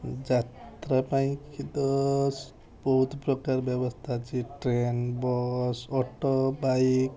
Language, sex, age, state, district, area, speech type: Odia, male, 45-60, Odisha, Balasore, rural, spontaneous